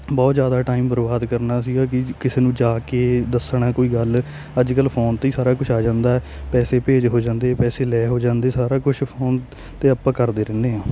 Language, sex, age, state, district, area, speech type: Punjabi, male, 18-30, Punjab, Hoshiarpur, rural, spontaneous